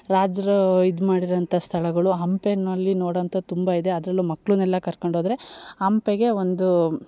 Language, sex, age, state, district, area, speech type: Kannada, female, 30-45, Karnataka, Chikkamagaluru, rural, spontaneous